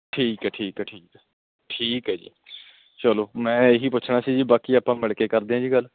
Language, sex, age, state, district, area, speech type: Punjabi, male, 30-45, Punjab, Patiala, rural, conversation